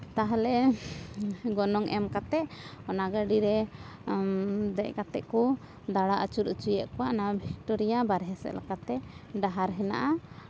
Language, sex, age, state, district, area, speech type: Santali, female, 18-30, West Bengal, Uttar Dinajpur, rural, spontaneous